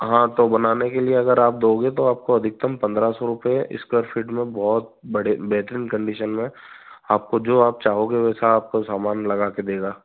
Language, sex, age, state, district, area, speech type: Hindi, male, 30-45, Madhya Pradesh, Ujjain, rural, conversation